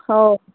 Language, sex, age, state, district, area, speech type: Marathi, female, 45-60, Maharashtra, Nagpur, urban, conversation